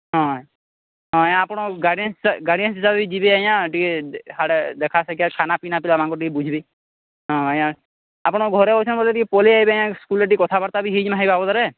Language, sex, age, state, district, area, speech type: Odia, male, 30-45, Odisha, Sambalpur, rural, conversation